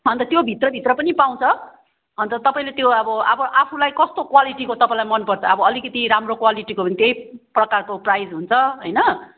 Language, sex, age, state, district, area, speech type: Nepali, female, 45-60, West Bengal, Darjeeling, rural, conversation